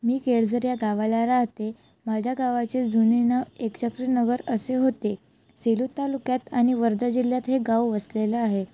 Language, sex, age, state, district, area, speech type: Marathi, female, 18-30, Maharashtra, Wardha, rural, spontaneous